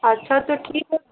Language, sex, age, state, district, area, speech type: Hindi, female, 30-45, Uttar Pradesh, Chandauli, rural, conversation